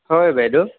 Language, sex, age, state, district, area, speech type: Assamese, male, 18-30, Assam, Lakhimpur, rural, conversation